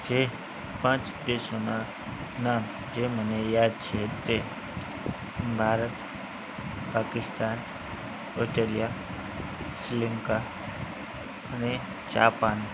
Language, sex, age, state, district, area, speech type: Gujarati, male, 45-60, Gujarat, Morbi, rural, spontaneous